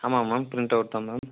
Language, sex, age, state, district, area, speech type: Tamil, male, 30-45, Tamil Nadu, Chengalpattu, rural, conversation